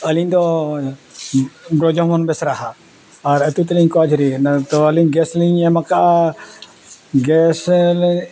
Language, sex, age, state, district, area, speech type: Santali, male, 60+, Odisha, Mayurbhanj, rural, spontaneous